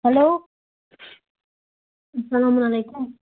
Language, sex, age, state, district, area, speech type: Kashmiri, female, 18-30, Jammu and Kashmir, Budgam, rural, conversation